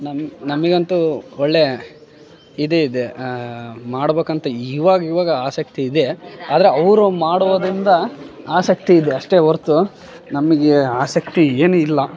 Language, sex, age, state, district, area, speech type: Kannada, male, 18-30, Karnataka, Bellary, rural, spontaneous